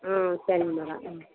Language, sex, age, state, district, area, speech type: Tamil, female, 60+, Tamil Nadu, Ariyalur, rural, conversation